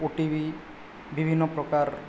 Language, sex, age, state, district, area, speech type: Odia, male, 18-30, Odisha, Boudh, rural, spontaneous